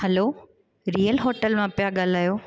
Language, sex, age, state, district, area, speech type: Sindhi, female, 30-45, Gujarat, Junagadh, urban, spontaneous